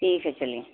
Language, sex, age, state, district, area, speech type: Urdu, female, 18-30, Uttar Pradesh, Balrampur, rural, conversation